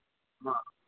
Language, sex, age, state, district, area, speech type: Kannada, male, 18-30, Karnataka, Mysore, urban, conversation